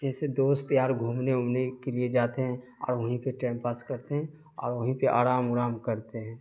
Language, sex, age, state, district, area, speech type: Urdu, male, 30-45, Bihar, Darbhanga, urban, spontaneous